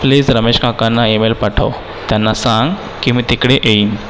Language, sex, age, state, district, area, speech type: Marathi, female, 18-30, Maharashtra, Nagpur, urban, read